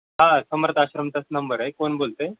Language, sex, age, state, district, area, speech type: Marathi, male, 30-45, Maharashtra, Osmanabad, rural, conversation